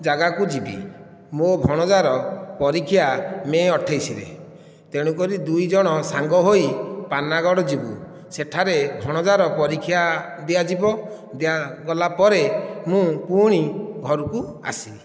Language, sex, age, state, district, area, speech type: Odia, male, 45-60, Odisha, Nayagarh, rural, spontaneous